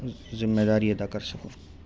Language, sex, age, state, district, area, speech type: Urdu, male, 18-30, Delhi, North East Delhi, urban, spontaneous